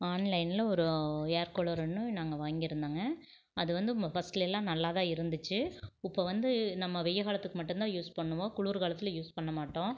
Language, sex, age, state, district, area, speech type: Tamil, female, 45-60, Tamil Nadu, Erode, rural, spontaneous